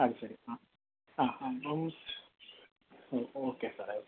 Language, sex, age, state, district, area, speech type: Malayalam, male, 30-45, Kerala, Malappuram, rural, conversation